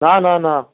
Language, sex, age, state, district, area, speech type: Bengali, male, 45-60, West Bengal, Dakshin Dinajpur, rural, conversation